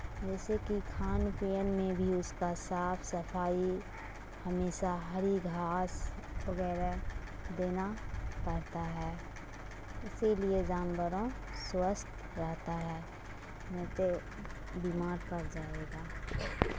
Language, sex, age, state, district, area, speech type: Urdu, female, 45-60, Bihar, Darbhanga, rural, spontaneous